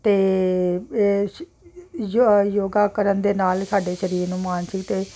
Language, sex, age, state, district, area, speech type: Punjabi, female, 45-60, Punjab, Jalandhar, urban, spontaneous